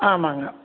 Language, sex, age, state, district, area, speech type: Tamil, male, 60+, Tamil Nadu, Salem, urban, conversation